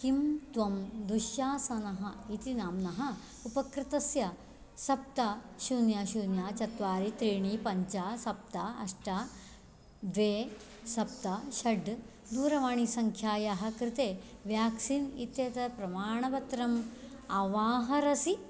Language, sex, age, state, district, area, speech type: Sanskrit, female, 45-60, Karnataka, Dakshina Kannada, rural, read